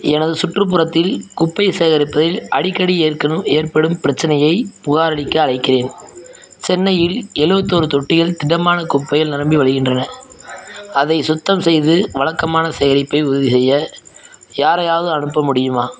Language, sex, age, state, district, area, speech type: Tamil, male, 18-30, Tamil Nadu, Madurai, rural, read